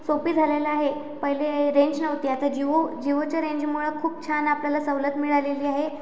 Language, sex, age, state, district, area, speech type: Marathi, female, 18-30, Maharashtra, Amravati, rural, spontaneous